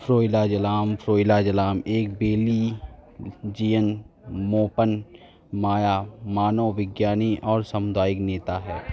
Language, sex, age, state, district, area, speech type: Hindi, male, 45-60, Uttar Pradesh, Lucknow, rural, read